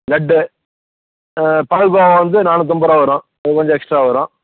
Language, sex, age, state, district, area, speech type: Tamil, male, 45-60, Tamil Nadu, Namakkal, rural, conversation